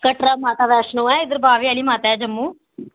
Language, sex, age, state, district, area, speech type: Dogri, female, 30-45, Jammu and Kashmir, Jammu, rural, conversation